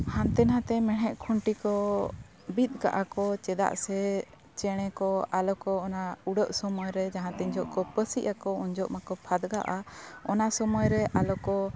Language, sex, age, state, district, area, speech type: Santali, female, 30-45, Jharkhand, Bokaro, rural, spontaneous